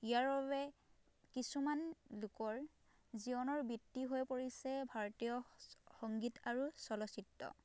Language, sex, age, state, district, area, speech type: Assamese, female, 18-30, Assam, Dhemaji, rural, spontaneous